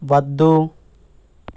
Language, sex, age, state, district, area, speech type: Telugu, male, 18-30, Telangana, Nirmal, rural, read